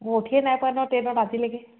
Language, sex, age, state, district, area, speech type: Assamese, female, 30-45, Assam, Sivasagar, rural, conversation